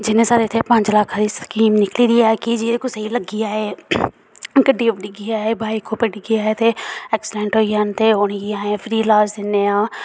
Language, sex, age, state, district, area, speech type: Dogri, female, 18-30, Jammu and Kashmir, Samba, rural, spontaneous